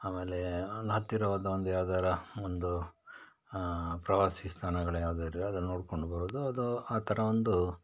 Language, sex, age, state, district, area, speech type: Kannada, male, 60+, Karnataka, Bangalore Rural, rural, spontaneous